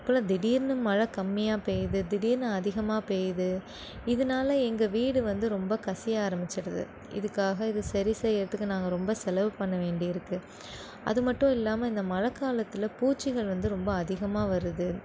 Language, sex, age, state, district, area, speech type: Tamil, female, 18-30, Tamil Nadu, Nagapattinam, rural, spontaneous